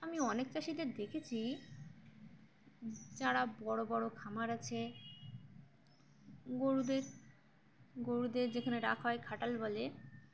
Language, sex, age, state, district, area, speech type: Bengali, female, 18-30, West Bengal, Dakshin Dinajpur, urban, spontaneous